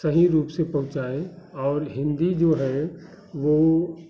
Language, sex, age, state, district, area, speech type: Hindi, male, 30-45, Uttar Pradesh, Bhadohi, urban, spontaneous